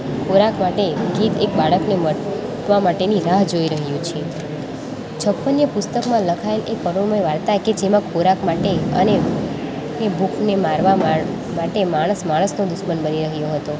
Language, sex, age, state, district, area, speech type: Gujarati, female, 18-30, Gujarat, Valsad, rural, spontaneous